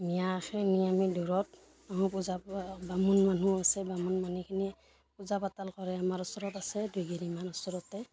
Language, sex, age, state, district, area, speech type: Assamese, female, 30-45, Assam, Barpeta, rural, spontaneous